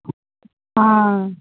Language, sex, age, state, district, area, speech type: Tamil, male, 18-30, Tamil Nadu, Virudhunagar, rural, conversation